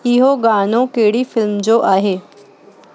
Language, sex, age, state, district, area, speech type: Sindhi, female, 30-45, Delhi, South Delhi, urban, read